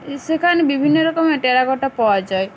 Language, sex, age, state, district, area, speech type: Bengali, female, 18-30, West Bengal, Uttar Dinajpur, urban, spontaneous